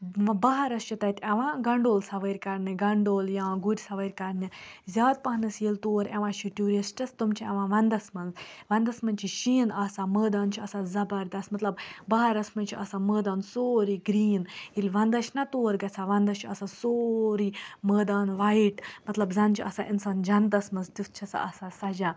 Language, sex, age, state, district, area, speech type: Kashmiri, female, 18-30, Jammu and Kashmir, Baramulla, urban, spontaneous